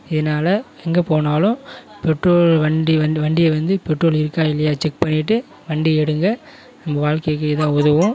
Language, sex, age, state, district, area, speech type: Tamil, male, 18-30, Tamil Nadu, Kallakurichi, rural, spontaneous